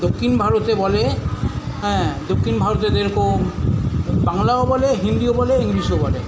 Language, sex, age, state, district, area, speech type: Bengali, male, 45-60, West Bengal, South 24 Parganas, urban, spontaneous